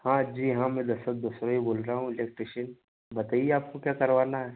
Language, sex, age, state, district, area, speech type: Hindi, male, 18-30, Madhya Pradesh, Ujjain, urban, conversation